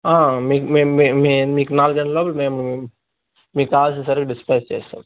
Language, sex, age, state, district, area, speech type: Telugu, male, 60+, Andhra Pradesh, Chittoor, rural, conversation